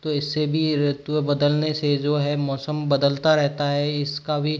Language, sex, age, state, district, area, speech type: Hindi, male, 45-60, Rajasthan, Karauli, rural, spontaneous